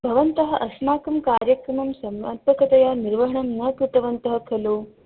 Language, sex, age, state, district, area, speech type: Sanskrit, female, 18-30, Karnataka, Udupi, urban, conversation